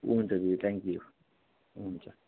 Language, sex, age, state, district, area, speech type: Nepali, male, 18-30, West Bengal, Kalimpong, rural, conversation